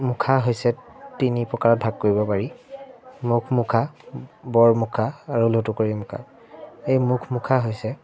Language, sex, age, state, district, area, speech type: Assamese, male, 18-30, Assam, Majuli, urban, spontaneous